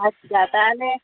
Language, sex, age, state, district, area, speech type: Bengali, female, 30-45, West Bengal, Birbhum, urban, conversation